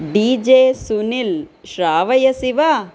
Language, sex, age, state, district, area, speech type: Sanskrit, female, 45-60, Karnataka, Chikkaballapur, urban, read